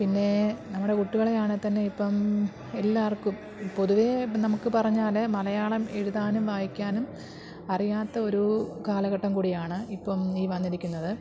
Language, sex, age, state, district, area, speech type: Malayalam, female, 30-45, Kerala, Pathanamthitta, rural, spontaneous